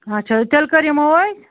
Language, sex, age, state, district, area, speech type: Kashmiri, female, 30-45, Jammu and Kashmir, Anantnag, rural, conversation